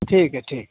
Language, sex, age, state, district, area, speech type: Hindi, male, 18-30, Bihar, Samastipur, urban, conversation